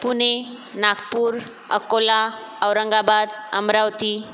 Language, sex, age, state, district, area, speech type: Marathi, female, 30-45, Maharashtra, Buldhana, urban, spontaneous